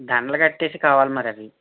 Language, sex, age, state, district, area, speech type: Telugu, male, 30-45, Andhra Pradesh, East Godavari, rural, conversation